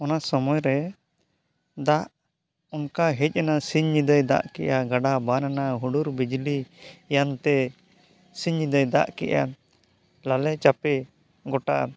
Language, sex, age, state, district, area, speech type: Santali, male, 45-60, Odisha, Mayurbhanj, rural, spontaneous